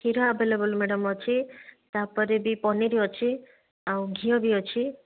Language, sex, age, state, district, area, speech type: Odia, female, 30-45, Odisha, Puri, urban, conversation